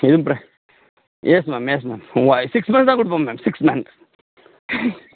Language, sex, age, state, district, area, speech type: Tamil, male, 30-45, Tamil Nadu, Tirunelveli, rural, conversation